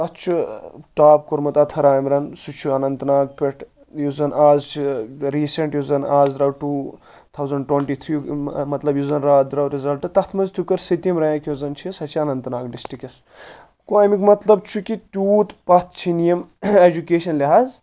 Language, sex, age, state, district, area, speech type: Kashmiri, male, 18-30, Jammu and Kashmir, Anantnag, rural, spontaneous